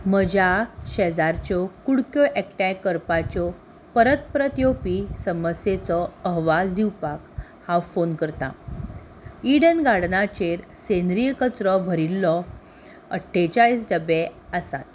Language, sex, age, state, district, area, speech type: Goan Konkani, female, 18-30, Goa, Salcete, urban, read